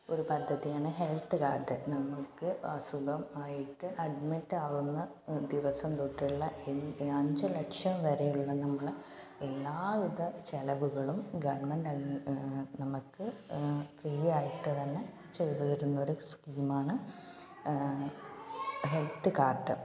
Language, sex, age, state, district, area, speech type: Malayalam, female, 30-45, Kerala, Malappuram, rural, spontaneous